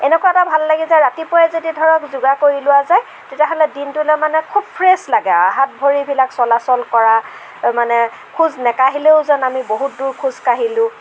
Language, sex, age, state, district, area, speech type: Assamese, female, 60+, Assam, Darrang, rural, spontaneous